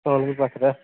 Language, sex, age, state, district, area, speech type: Odia, male, 30-45, Odisha, Sambalpur, rural, conversation